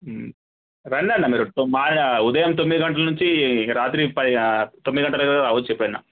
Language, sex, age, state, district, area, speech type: Telugu, male, 18-30, Telangana, Medak, rural, conversation